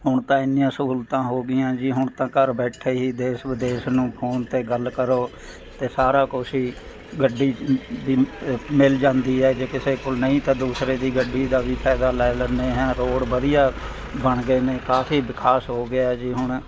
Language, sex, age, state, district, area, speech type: Punjabi, male, 60+, Punjab, Mohali, rural, spontaneous